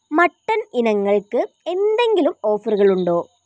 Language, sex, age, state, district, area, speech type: Malayalam, female, 18-30, Kerala, Wayanad, rural, read